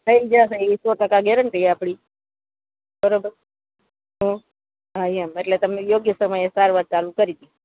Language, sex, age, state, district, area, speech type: Gujarati, female, 45-60, Gujarat, Morbi, urban, conversation